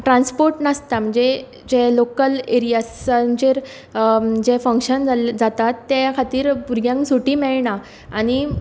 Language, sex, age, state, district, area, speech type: Goan Konkani, female, 18-30, Goa, Tiswadi, rural, spontaneous